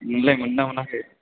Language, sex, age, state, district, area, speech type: Bodo, male, 18-30, Assam, Chirang, urban, conversation